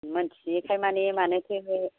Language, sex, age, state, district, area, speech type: Bodo, female, 45-60, Assam, Chirang, rural, conversation